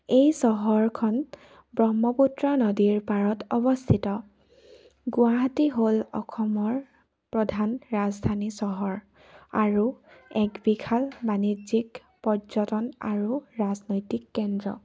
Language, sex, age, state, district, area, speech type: Assamese, female, 18-30, Assam, Charaideo, urban, spontaneous